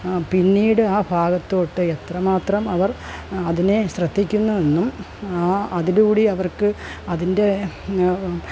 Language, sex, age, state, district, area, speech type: Malayalam, female, 45-60, Kerala, Kollam, rural, spontaneous